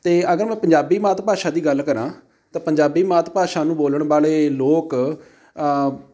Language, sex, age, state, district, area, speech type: Punjabi, male, 30-45, Punjab, Amritsar, rural, spontaneous